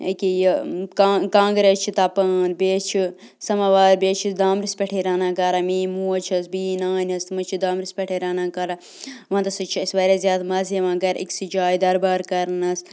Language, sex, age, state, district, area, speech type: Kashmiri, female, 30-45, Jammu and Kashmir, Bandipora, rural, spontaneous